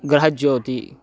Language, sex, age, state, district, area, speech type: Sanskrit, male, 18-30, Karnataka, Chikkamagaluru, rural, spontaneous